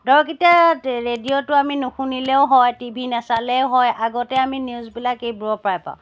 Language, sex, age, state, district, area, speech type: Assamese, female, 45-60, Assam, Charaideo, urban, spontaneous